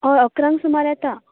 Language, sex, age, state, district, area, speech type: Goan Konkani, female, 30-45, Goa, Canacona, rural, conversation